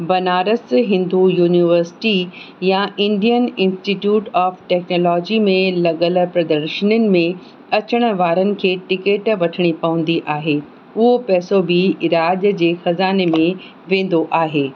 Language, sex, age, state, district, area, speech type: Sindhi, female, 18-30, Uttar Pradesh, Lucknow, urban, spontaneous